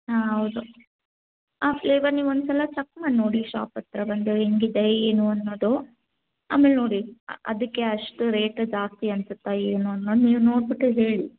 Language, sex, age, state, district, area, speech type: Kannada, female, 18-30, Karnataka, Bangalore Rural, rural, conversation